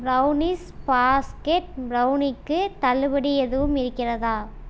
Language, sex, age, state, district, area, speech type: Tamil, female, 18-30, Tamil Nadu, Erode, rural, read